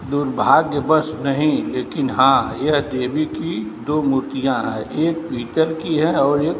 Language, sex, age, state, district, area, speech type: Hindi, male, 45-60, Uttar Pradesh, Azamgarh, rural, read